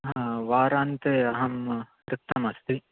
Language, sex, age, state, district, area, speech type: Sanskrit, male, 18-30, Karnataka, Shimoga, rural, conversation